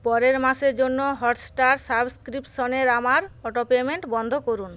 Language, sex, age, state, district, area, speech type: Bengali, female, 30-45, West Bengal, Paschim Medinipur, rural, read